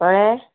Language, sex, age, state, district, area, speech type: Goan Konkani, female, 45-60, Goa, Murmgao, urban, conversation